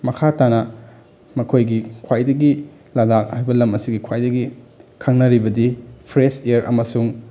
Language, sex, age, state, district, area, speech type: Manipuri, male, 18-30, Manipur, Bishnupur, rural, spontaneous